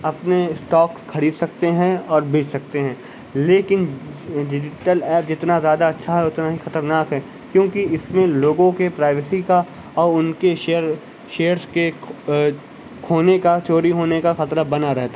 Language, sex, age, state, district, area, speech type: Urdu, male, 18-30, Uttar Pradesh, Shahjahanpur, urban, spontaneous